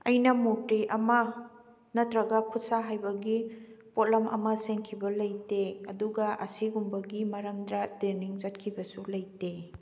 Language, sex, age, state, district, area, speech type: Manipuri, female, 45-60, Manipur, Kakching, rural, spontaneous